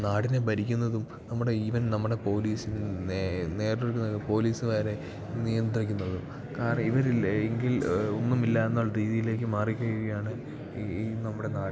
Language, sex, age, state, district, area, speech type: Malayalam, male, 18-30, Kerala, Idukki, rural, spontaneous